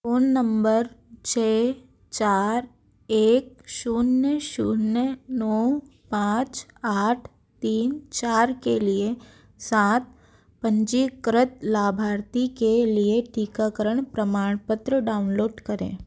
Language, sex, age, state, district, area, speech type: Hindi, female, 30-45, Madhya Pradesh, Bhopal, urban, read